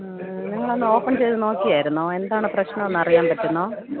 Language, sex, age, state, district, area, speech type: Malayalam, female, 30-45, Kerala, Thiruvananthapuram, urban, conversation